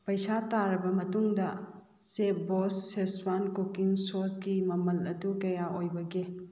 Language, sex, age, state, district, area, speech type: Manipuri, female, 45-60, Manipur, Kakching, rural, read